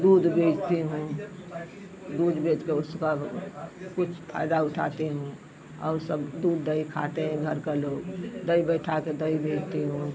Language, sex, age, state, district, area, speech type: Hindi, female, 60+, Uttar Pradesh, Mau, rural, spontaneous